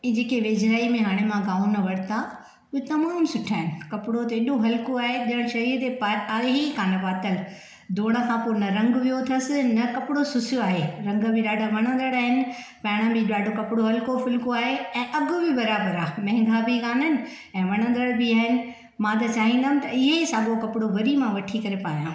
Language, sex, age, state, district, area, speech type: Sindhi, female, 60+, Maharashtra, Thane, urban, spontaneous